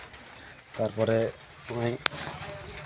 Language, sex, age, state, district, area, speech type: Santali, male, 18-30, West Bengal, Malda, rural, spontaneous